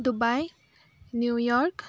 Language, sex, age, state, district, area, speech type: Assamese, female, 30-45, Assam, Dibrugarh, rural, spontaneous